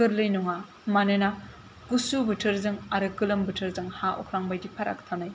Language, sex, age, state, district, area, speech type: Bodo, female, 18-30, Assam, Kokrajhar, urban, spontaneous